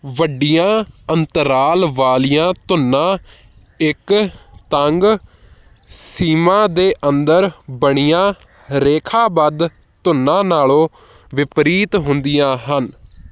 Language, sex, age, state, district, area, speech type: Punjabi, male, 18-30, Punjab, Hoshiarpur, urban, read